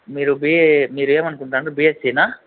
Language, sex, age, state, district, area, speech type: Telugu, male, 45-60, Andhra Pradesh, Chittoor, urban, conversation